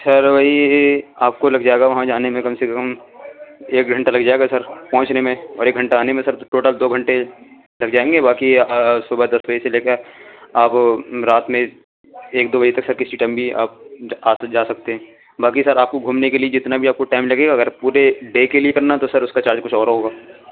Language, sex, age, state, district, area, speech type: Urdu, male, 18-30, Delhi, East Delhi, urban, conversation